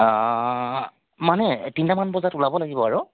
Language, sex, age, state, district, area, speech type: Assamese, male, 45-60, Assam, Tinsukia, urban, conversation